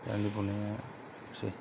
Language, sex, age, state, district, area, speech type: Bodo, male, 30-45, Assam, Kokrajhar, rural, spontaneous